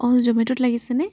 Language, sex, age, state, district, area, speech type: Assamese, female, 18-30, Assam, Jorhat, urban, spontaneous